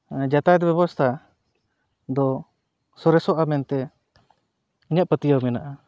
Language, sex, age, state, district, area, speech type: Santali, male, 30-45, West Bengal, Purulia, rural, spontaneous